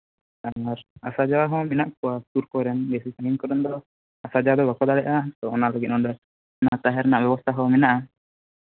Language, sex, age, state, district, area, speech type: Santali, male, 18-30, West Bengal, Bankura, rural, conversation